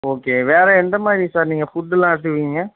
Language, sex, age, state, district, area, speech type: Tamil, male, 45-60, Tamil Nadu, Ariyalur, rural, conversation